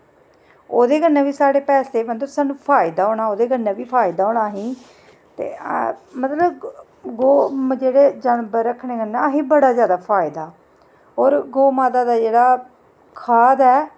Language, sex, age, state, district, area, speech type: Dogri, female, 30-45, Jammu and Kashmir, Jammu, rural, spontaneous